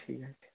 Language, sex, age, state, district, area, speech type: Bengali, male, 18-30, West Bengal, South 24 Parganas, rural, conversation